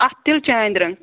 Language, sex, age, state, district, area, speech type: Kashmiri, female, 30-45, Jammu and Kashmir, Kulgam, rural, conversation